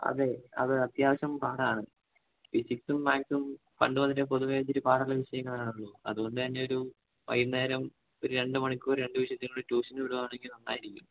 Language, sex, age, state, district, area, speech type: Malayalam, male, 18-30, Kerala, Idukki, urban, conversation